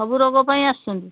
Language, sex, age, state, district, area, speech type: Odia, female, 60+, Odisha, Sambalpur, rural, conversation